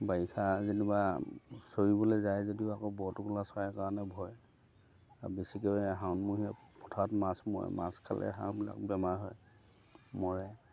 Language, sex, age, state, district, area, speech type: Assamese, male, 60+, Assam, Lakhimpur, urban, spontaneous